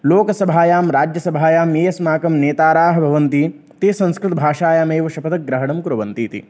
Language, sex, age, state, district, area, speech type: Sanskrit, male, 18-30, Uttar Pradesh, Lucknow, urban, spontaneous